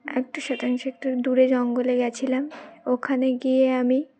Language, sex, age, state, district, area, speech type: Bengali, female, 18-30, West Bengal, Uttar Dinajpur, urban, spontaneous